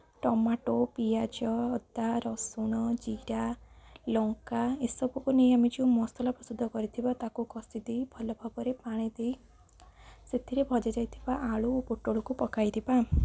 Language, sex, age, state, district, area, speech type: Odia, female, 18-30, Odisha, Jagatsinghpur, rural, spontaneous